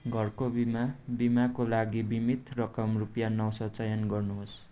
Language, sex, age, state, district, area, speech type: Nepali, male, 18-30, West Bengal, Darjeeling, rural, read